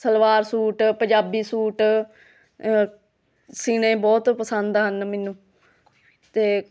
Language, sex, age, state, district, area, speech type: Punjabi, female, 30-45, Punjab, Hoshiarpur, rural, spontaneous